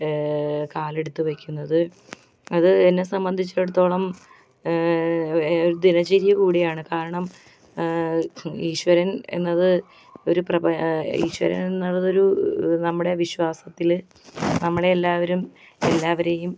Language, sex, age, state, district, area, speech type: Malayalam, female, 30-45, Kerala, Alappuzha, rural, spontaneous